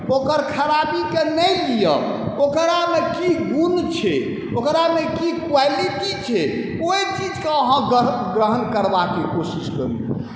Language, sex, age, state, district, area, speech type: Maithili, male, 45-60, Bihar, Saharsa, rural, spontaneous